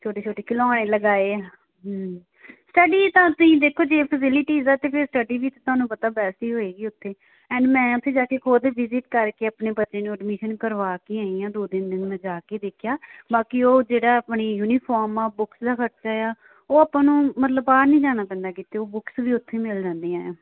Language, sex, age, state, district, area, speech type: Punjabi, female, 18-30, Punjab, Amritsar, rural, conversation